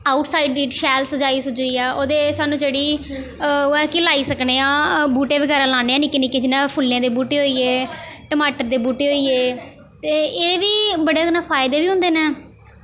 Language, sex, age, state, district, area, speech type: Dogri, female, 18-30, Jammu and Kashmir, Jammu, rural, spontaneous